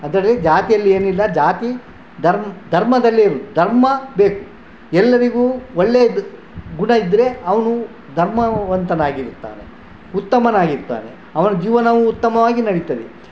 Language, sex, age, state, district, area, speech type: Kannada, male, 60+, Karnataka, Udupi, rural, spontaneous